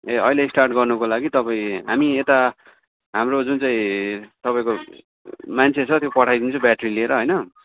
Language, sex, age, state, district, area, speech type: Nepali, male, 18-30, West Bengal, Darjeeling, rural, conversation